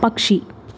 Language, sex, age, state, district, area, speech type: Malayalam, female, 18-30, Kerala, Thrissur, urban, read